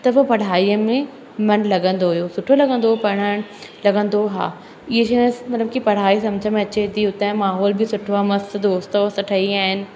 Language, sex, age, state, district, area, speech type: Sindhi, female, 18-30, Madhya Pradesh, Katni, rural, spontaneous